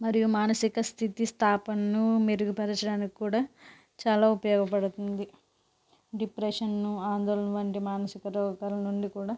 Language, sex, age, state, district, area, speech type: Telugu, female, 45-60, Andhra Pradesh, Konaseema, rural, spontaneous